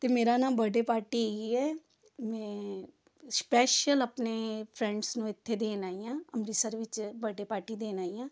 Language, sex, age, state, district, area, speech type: Punjabi, female, 30-45, Punjab, Amritsar, urban, spontaneous